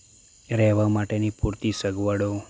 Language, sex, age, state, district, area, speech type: Gujarati, male, 30-45, Gujarat, Anand, rural, spontaneous